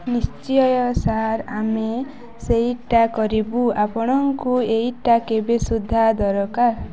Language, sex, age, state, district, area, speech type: Odia, female, 18-30, Odisha, Nuapada, urban, read